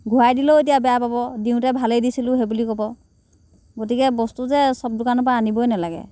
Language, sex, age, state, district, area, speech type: Assamese, female, 60+, Assam, Dhemaji, rural, spontaneous